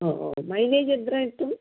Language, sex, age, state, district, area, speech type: Malayalam, female, 45-60, Kerala, Thiruvananthapuram, rural, conversation